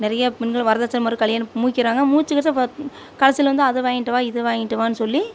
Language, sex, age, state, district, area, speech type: Tamil, female, 45-60, Tamil Nadu, Coimbatore, rural, spontaneous